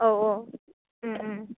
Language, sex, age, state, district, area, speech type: Bodo, female, 18-30, Assam, Udalguri, urban, conversation